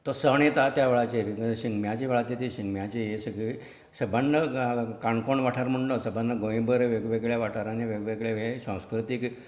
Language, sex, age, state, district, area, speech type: Goan Konkani, male, 60+, Goa, Canacona, rural, spontaneous